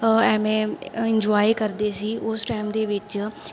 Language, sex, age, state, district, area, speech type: Punjabi, female, 18-30, Punjab, Mansa, rural, spontaneous